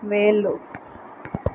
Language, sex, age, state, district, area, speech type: Telugu, female, 18-30, Telangana, Mahbubnagar, urban, read